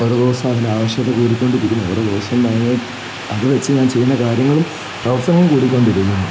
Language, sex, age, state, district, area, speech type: Malayalam, male, 18-30, Kerala, Kottayam, rural, spontaneous